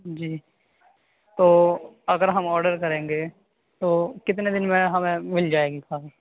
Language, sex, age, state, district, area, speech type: Urdu, male, 18-30, Uttar Pradesh, Saharanpur, urban, conversation